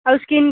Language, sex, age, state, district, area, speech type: Odia, female, 18-30, Odisha, Rayagada, rural, conversation